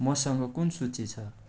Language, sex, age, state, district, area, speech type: Nepali, male, 18-30, West Bengal, Darjeeling, rural, read